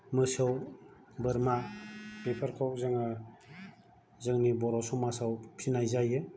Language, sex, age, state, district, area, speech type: Bodo, male, 45-60, Assam, Kokrajhar, rural, spontaneous